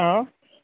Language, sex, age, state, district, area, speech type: Bodo, male, 45-60, Assam, Udalguri, urban, conversation